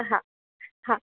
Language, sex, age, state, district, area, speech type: Gujarati, female, 18-30, Gujarat, Surat, urban, conversation